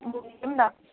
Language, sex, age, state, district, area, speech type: Nepali, female, 45-60, West Bengal, Kalimpong, rural, conversation